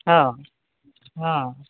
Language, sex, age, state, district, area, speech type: Odia, male, 45-60, Odisha, Nuapada, urban, conversation